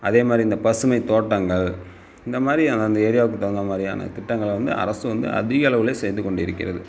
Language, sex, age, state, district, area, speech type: Tamil, male, 60+, Tamil Nadu, Sivaganga, urban, spontaneous